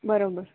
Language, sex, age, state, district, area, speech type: Gujarati, female, 18-30, Gujarat, Rajkot, rural, conversation